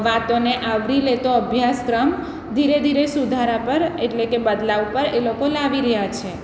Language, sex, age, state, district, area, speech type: Gujarati, female, 45-60, Gujarat, Surat, urban, spontaneous